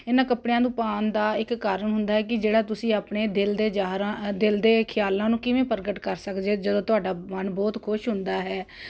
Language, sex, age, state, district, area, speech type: Punjabi, female, 45-60, Punjab, Ludhiana, urban, spontaneous